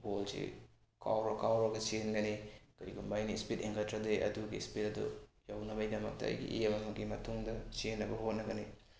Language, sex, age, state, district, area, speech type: Manipuri, male, 18-30, Manipur, Bishnupur, rural, spontaneous